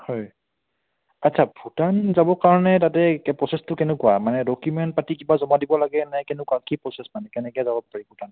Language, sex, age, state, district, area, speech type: Assamese, male, 30-45, Assam, Udalguri, rural, conversation